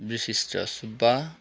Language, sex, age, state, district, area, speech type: Nepali, male, 30-45, West Bengal, Kalimpong, rural, spontaneous